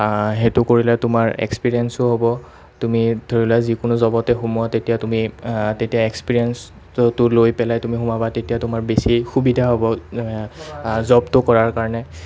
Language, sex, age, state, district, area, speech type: Assamese, male, 30-45, Assam, Nalbari, rural, spontaneous